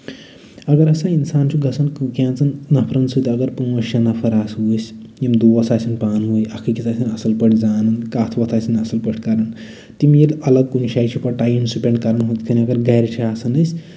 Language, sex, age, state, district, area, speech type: Kashmiri, male, 45-60, Jammu and Kashmir, Budgam, urban, spontaneous